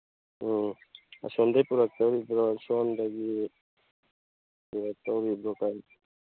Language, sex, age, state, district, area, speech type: Manipuri, male, 30-45, Manipur, Thoubal, rural, conversation